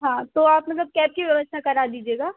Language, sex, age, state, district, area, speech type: Hindi, female, 18-30, Madhya Pradesh, Hoshangabad, rural, conversation